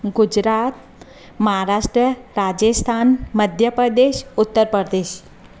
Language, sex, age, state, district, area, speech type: Sindhi, female, 30-45, Gujarat, Surat, urban, spontaneous